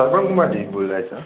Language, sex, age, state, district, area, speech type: Hindi, male, 30-45, Bihar, Darbhanga, rural, conversation